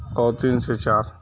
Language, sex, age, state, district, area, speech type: Urdu, male, 30-45, Bihar, Saharsa, rural, spontaneous